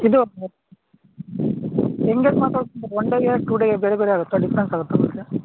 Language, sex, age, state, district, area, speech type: Kannada, male, 30-45, Karnataka, Raichur, rural, conversation